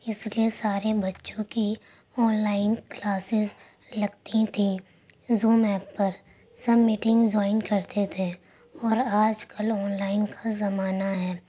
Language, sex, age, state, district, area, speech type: Urdu, female, 18-30, Delhi, Central Delhi, urban, spontaneous